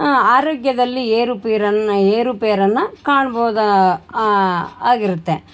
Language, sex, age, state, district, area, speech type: Kannada, female, 45-60, Karnataka, Vijayanagara, rural, spontaneous